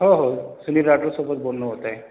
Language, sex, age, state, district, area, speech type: Marathi, male, 30-45, Maharashtra, Washim, rural, conversation